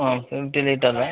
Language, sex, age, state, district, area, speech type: Kannada, male, 30-45, Karnataka, Shimoga, urban, conversation